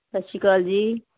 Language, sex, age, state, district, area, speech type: Punjabi, female, 45-60, Punjab, Mohali, urban, conversation